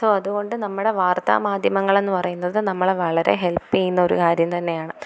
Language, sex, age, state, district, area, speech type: Malayalam, female, 18-30, Kerala, Thiruvananthapuram, rural, spontaneous